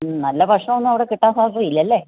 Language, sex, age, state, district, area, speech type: Malayalam, female, 45-60, Kerala, Kannur, rural, conversation